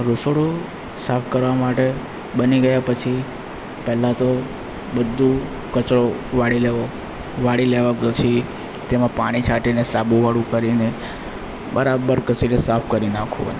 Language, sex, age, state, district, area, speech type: Gujarati, male, 18-30, Gujarat, Valsad, rural, spontaneous